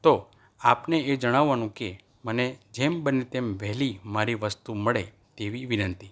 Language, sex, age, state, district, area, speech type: Gujarati, male, 45-60, Gujarat, Anand, urban, spontaneous